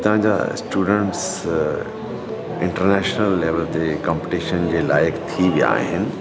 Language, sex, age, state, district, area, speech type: Sindhi, male, 45-60, Delhi, South Delhi, urban, spontaneous